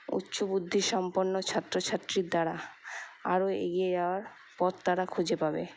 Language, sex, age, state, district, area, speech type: Bengali, female, 30-45, West Bengal, Paschim Bardhaman, urban, spontaneous